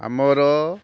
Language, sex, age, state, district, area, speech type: Odia, male, 60+, Odisha, Kendrapara, urban, spontaneous